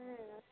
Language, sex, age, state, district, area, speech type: Bengali, female, 30-45, West Bengal, Dakshin Dinajpur, urban, conversation